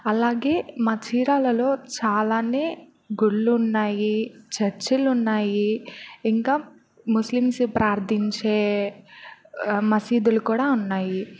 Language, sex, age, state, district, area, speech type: Telugu, female, 18-30, Andhra Pradesh, Bapatla, rural, spontaneous